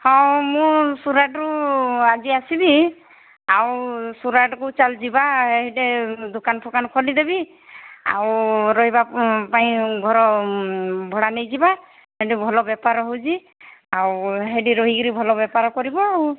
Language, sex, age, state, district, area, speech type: Odia, female, 45-60, Odisha, Sambalpur, rural, conversation